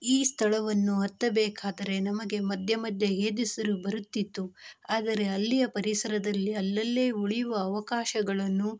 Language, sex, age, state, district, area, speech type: Kannada, female, 45-60, Karnataka, Shimoga, rural, spontaneous